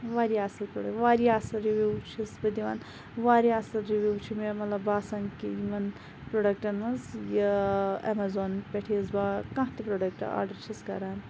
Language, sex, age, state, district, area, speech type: Kashmiri, female, 30-45, Jammu and Kashmir, Pulwama, rural, spontaneous